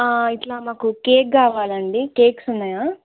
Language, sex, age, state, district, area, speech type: Telugu, female, 18-30, Telangana, Nizamabad, rural, conversation